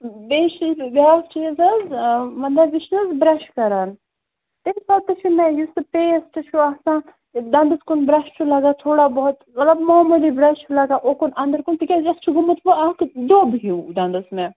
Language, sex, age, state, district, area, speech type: Kashmiri, female, 18-30, Jammu and Kashmir, Bandipora, rural, conversation